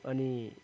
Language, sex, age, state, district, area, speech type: Nepali, male, 45-60, West Bengal, Kalimpong, rural, spontaneous